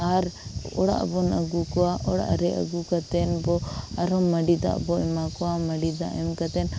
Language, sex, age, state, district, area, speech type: Santali, female, 18-30, Jharkhand, Seraikela Kharsawan, rural, spontaneous